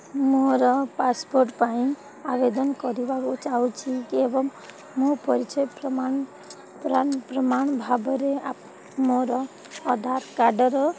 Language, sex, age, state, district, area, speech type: Odia, female, 45-60, Odisha, Sundergarh, rural, spontaneous